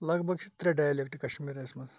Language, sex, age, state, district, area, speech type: Kashmiri, male, 30-45, Jammu and Kashmir, Pulwama, urban, spontaneous